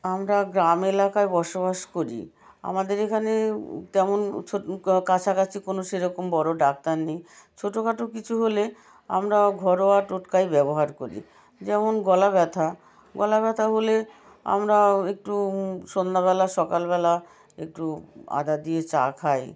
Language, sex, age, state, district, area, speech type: Bengali, female, 60+, West Bengal, South 24 Parganas, rural, spontaneous